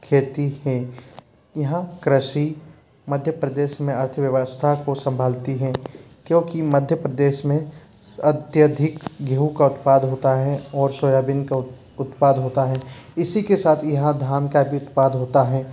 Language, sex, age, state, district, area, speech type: Hindi, male, 45-60, Madhya Pradesh, Bhopal, urban, spontaneous